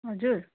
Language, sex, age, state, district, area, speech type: Nepali, female, 30-45, West Bengal, Kalimpong, rural, conversation